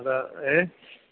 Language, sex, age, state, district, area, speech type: Malayalam, male, 30-45, Kerala, Thiruvananthapuram, rural, conversation